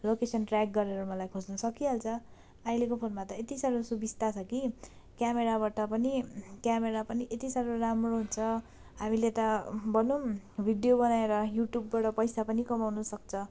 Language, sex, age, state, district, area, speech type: Nepali, female, 30-45, West Bengal, Darjeeling, rural, spontaneous